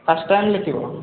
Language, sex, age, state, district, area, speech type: Odia, male, 18-30, Odisha, Puri, urban, conversation